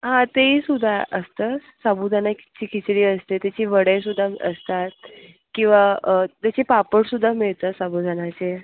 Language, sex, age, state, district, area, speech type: Marathi, female, 18-30, Maharashtra, Thane, urban, conversation